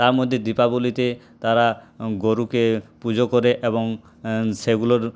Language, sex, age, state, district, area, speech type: Bengali, male, 18-30, West Bengal, Purulia, rural, spontaneous